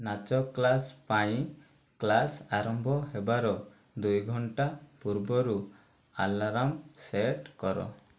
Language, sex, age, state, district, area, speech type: Odia, male, 18-30, Odisha, Kandhamal, rural, read